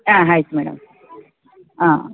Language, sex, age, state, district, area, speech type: Kannada, female, 30-45, Karnataka, Kodagu, rural, conversation